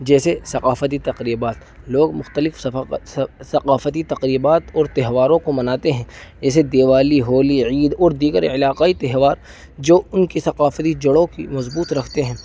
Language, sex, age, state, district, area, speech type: Urdu, male, 18-30, Uttar Pradesh, Saharanpur, urban, spontaneous